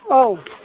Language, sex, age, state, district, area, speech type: Bodo, female, 60+, Assam, Chirang, rural, conversation